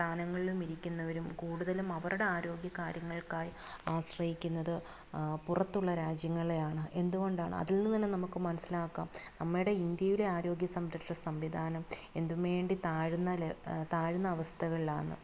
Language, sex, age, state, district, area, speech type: Malayalam, female, 30-45, Kerala, Alappuzha, rural, spontaneous